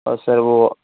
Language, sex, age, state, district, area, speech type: Hindi, male, 18-30, Rajasthan, Jodhpur, rural, conversation